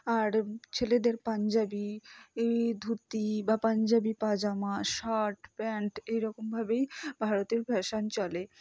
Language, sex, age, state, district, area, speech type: Bengali, female, 60+, West Bengal, Purba Bardhaman, urban, spontaneous